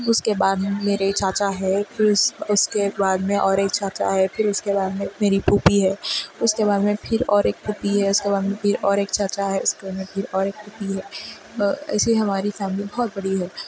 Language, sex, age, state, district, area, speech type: Urdu, female, 18-30, Telangana, Hyderabad, urban, spontaneous